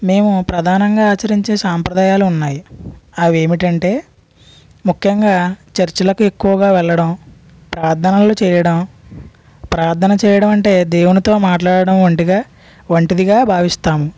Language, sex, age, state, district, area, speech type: Telugu, male, 60+, Andhra Pradesh, East Godavari, rural, spontaneous